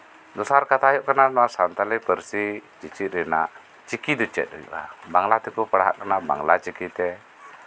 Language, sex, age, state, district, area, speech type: Santali, male, 45-60, West Bengal, Birbhum, rural, spontaneous